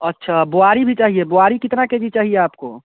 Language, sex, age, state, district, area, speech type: Hindi, male, 30-45, Bihar, Muzaffarpur, rural, conversation